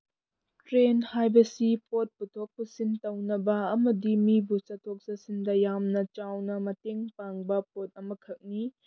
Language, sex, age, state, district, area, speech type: Manipuri, female, 18-30, Manipur, Tengnoupal, urban, spontaneous